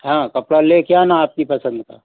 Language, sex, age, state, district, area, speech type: Hindi, male, 45-60, Madhya Pradesh, Hoshangabad, urban, conversation